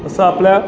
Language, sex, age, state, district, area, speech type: Marathi, male, 30-45, Maharashtra, Ratnagiri, urban, spontaneous